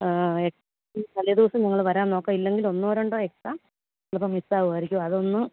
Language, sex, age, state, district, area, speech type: Malayalam, female, 45-60, Kerala, Pathanamthitta, rural, conversation